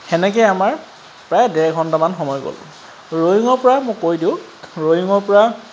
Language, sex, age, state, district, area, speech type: Assamese, male, 30-45, Assam, Charaideo, urban, spontaneous